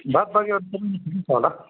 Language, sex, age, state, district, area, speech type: Nepali, male, 45-60, West Bengal, Kalimpong, rural, conversation